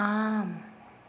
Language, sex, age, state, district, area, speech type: Tamil, female, 60+, Tamil Nadu, Dharmapuri, rural, read